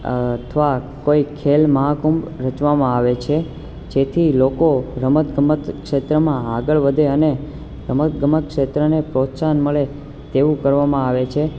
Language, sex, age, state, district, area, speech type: Gujarati, male, 18-30, Gujarat, Ahmedabad, urban, spontaneous